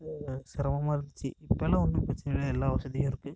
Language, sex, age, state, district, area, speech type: Tamil, male, 18-30, Tamil Nadu, Namakkal, rural, spontaneous